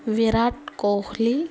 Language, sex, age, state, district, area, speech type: Telugu, female, 18-30, Andhra Pradesh, Nellore, rural, spontaneous